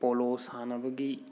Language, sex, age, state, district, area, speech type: Manipuri, male, 30-45, Manipur, Thoubal, rural, spontaneous